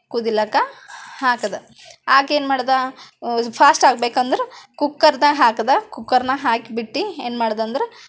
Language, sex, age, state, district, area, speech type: Kannada, female, 18-30, Karnataka, Bidar, urban, spontaneous